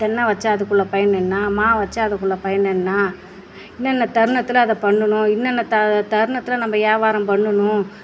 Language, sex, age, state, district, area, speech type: Tamil, female, 45-60, Tamil Nadu, Perambalur, rural, spontaneous